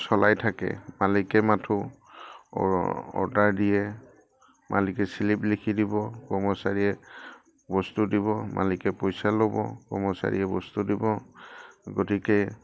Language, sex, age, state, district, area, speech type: Assamese, male, 45-60, Assam, Udalguri, rural, spontaneous